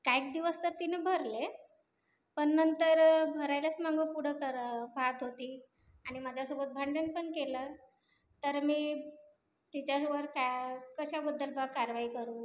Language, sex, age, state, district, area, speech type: Marathi, female, 30-45, Maharashtra, Nagpur, urban, spontaneous